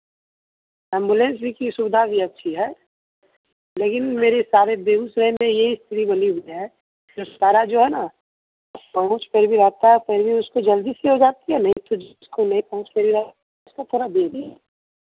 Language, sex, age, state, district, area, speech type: Hindi, male, 30-45, Bihar, Begusarai, rural, conversation